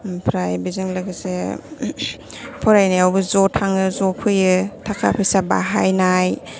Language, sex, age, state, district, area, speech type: Bodo, female, 30-45, Assam, Kokrajhar, urban, spontaneous